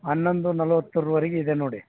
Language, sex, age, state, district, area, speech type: Kannada, male, 45-60, Karnataka, Bellary, rural, conversation